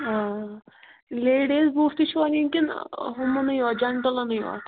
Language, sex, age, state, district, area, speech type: Kashmiri, female, 18-30, Jammu and Kashmir, Anantnag, rural, conversation